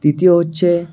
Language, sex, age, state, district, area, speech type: Bengali, male, 18-30, West Bengal, Malda, rural, spontaneous